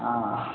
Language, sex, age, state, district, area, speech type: Odia, male, 45-60, Odisha, Sambalpur, rural, conversation